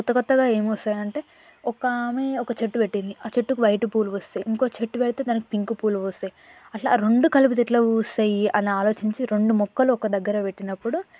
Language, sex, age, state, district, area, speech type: Telugu, female, 18-30, Telangana, Yadadri Bhuvanagiri, rural, spontaneous